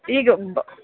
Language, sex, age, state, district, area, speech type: Kannada, female, 45-60, Karnataka, Dharwad, urban, conversation